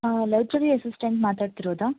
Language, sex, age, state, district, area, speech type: Kannada, female, 18-30, Karnataka, Shimoga, rural, conversation